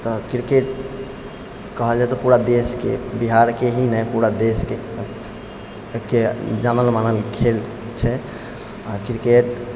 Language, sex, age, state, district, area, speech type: Maithili, male, 60+, Bihar, Purnia, urban, spontaneous